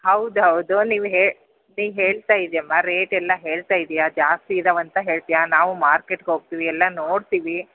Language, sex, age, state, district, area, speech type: Kannada, female, 45-60, Karnataka, Bellary, rural, conversation